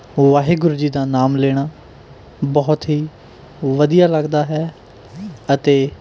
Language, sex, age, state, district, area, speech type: Punjabi, male, 18-30, Punjab, Mohali, urban, spontaneous